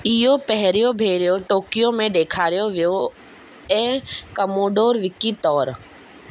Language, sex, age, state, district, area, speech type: Sindhi, female, 18-30, Rajasthan, Ajmer, urban, read